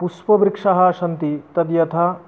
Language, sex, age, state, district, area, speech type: Sanskrit, male, 18-30, West Bengal, Murshidabad, rural, spontaneous